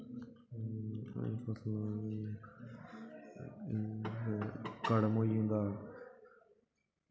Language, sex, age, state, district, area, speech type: Dogri, male, 18-30, Jammu and Kashmir, Samba, rural, spontaneous